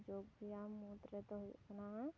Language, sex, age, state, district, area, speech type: Santali, female, 18-30, West Bengal, Purba Bardhaman, rural, spontaneous